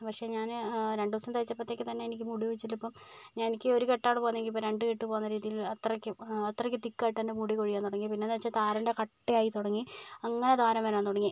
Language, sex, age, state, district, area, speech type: Malayalam, female, 30-45, Kerala, Kozhikode, urban, spontaneous